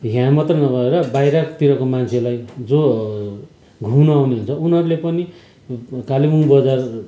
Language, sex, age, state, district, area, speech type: Nepali, male, 45-60, West Bengal, Kalimpong, rural, spontaneous